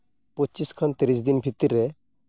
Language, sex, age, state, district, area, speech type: Santali, male, 30-45, Jharkhand, East Singhbhum, rural, spontaneous